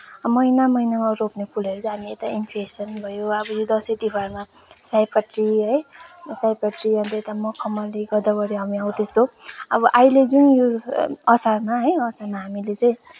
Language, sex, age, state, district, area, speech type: Nepali, female, 18-30, West Bengal, Kalimpong, rural, spontaneous